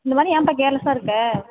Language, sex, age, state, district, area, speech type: Tamil, female, 18-30, Tamil Nadu, Tiruvarur, rural, conversation